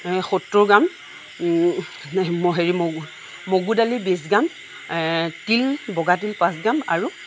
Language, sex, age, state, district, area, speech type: Assamese, female, 45-60, Assam, Nagaon, rural, spontaneous